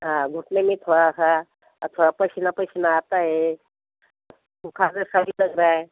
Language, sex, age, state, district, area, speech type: Hindi, female, 60+, Madhya Pradesh, Bhopal, urban, conversation